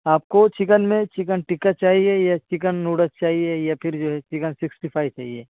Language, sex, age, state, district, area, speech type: Urdu, male, 18-30, Uttar Pradesh, Saharanpur, urban, conversation